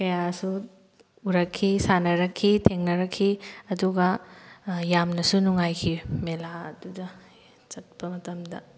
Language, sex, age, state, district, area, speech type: Manipuri, female, 18-30, Manipur, Thoubal, rural, spontaneous